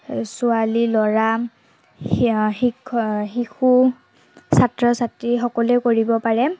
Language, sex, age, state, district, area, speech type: Assamese, female, 45-60, Assam, Morigaon, urban, spontaneous